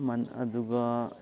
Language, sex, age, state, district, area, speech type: Manipuri, male, 18-30, Manipur, Thoubal, rural, spontaneous